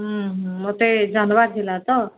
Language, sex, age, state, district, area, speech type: Odia, male, 45-60, Odisha, Nuapada, urban, conversation